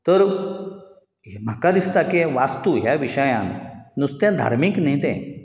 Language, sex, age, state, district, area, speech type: Goan Konkani, male, 45-60, Goa, Bardez, urban, spontaneous